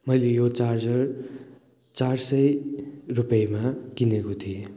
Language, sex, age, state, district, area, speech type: Nepali, male, 30-45, West Bengal, Darjeeling, rural, spontaneous